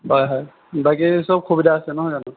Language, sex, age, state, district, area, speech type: Assamese, male, 18-30, Assam, Sonitpur, rural, conversation